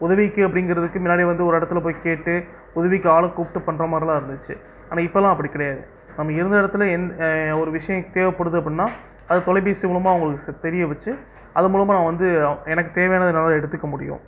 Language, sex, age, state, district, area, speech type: Tamil, male, 18-30, Tamil Nadu, Sivaganga, rural, spontaneous